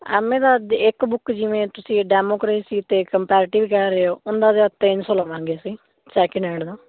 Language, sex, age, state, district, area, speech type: Punjabi, female, 18-30, Punjab, Fazilka, rural, conversation